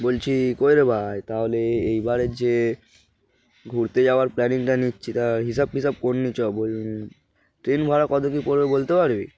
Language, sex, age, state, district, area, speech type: Bengali, male, 18-30, West Bengal, Darjeeling, urban, spontaneous